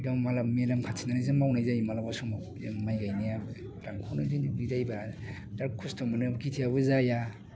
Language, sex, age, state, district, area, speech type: Bodo, male, 45-60, Assam, Udalguri, rural, spontaneous